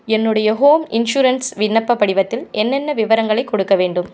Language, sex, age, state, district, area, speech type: Tamil, female, 45-60, Tamil Nadu, Cuddalore, rural, read